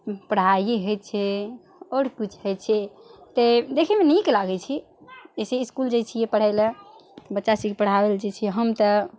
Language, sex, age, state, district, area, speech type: Maithili, female, 30-45, Bihar, Araria, rural, spontaneous